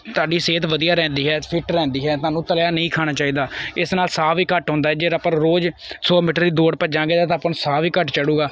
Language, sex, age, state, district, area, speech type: Punjabi, male, 18-30, Punjab, Kapurthala, urban, spontaneous